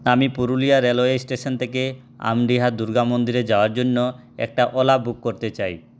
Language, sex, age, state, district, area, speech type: Bengali, male, 18-30, West Bengal, Purulia, rural, spontaneous